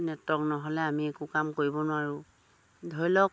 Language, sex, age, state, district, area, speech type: Assamese, female, 45-60, Assam, Dibrugarh, rural, spontaneous